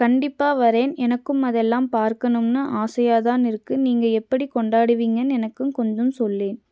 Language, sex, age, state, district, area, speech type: Tamil, female, 30-45, Tamil Nadu, Nilgiris, urban, read